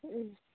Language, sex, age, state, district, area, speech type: Manipuri, female, 30-45, Manipur, Churachandpur, rural, conversation